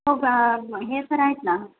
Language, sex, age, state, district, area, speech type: Marathi, female, 30-45, Maharashtra, Osmanabad, rural, conversation